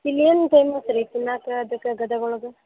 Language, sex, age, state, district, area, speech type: Kannada, female, 18-30, Karnataka, Gadag, rural, conversation